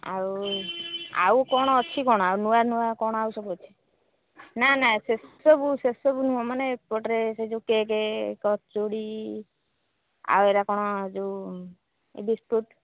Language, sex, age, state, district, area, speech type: Odia, female, 45-60, Odisha, Angul, rural, conversation